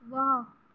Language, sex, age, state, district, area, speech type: Urdu, female, 18-30, Uttar Pradesh, Gautam Buddha Nagar, rural, read